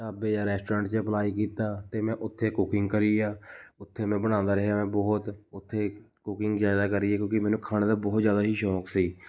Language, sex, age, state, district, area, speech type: Punjabi, male, 18-30, Punjab, Shaheed Bhagat Singh Nagar, urban, spontaneous